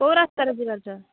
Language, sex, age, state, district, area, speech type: Odia, female, 18-30, Odisha, Nabarangpur, urban, conversation